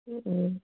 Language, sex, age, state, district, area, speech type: Manipuri, female, 30-45, Manipur, Tengnoupal, rural, conversation